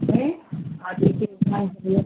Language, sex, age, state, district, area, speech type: Malayalam, female, 60+, Kerala, Thiruvananthapuram, urban, conversation